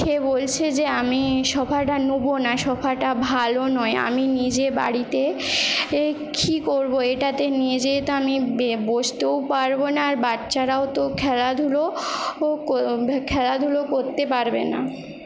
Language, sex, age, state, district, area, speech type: Bengali, female, 18-30, West Bengal, Jhargram, rural, spontaneous